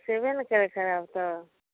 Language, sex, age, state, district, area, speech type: Maithili, female, 60+, Bihar, Saharsa, rural, conversation